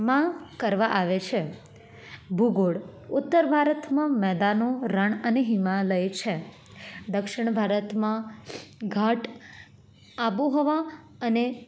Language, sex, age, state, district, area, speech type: Gujarati, female, 18-30, Gujarat, Anand, urban, spontaneous